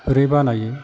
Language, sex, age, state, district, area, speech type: Bodo, male, 45-60, Assam, Kokrajhar, urban, spontaneous